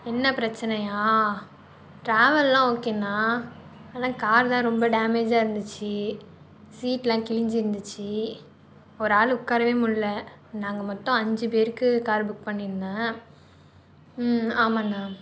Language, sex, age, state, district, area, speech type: Tamil, female, 18-30, Tamil Nadu, Nagapattinam, rural, spontaneous